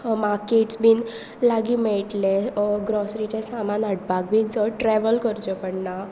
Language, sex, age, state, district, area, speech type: Goan Konkani, female, 18-30, Goa, Pernem, rural, spontaneous